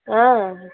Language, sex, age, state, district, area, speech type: Tamil, female, 18-30, Tamil Nadu, Madurai, urban, conversation